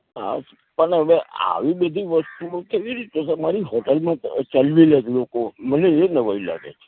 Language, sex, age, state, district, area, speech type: Gujarati, male, 60+, Gujarat, Narmada, urban, conversation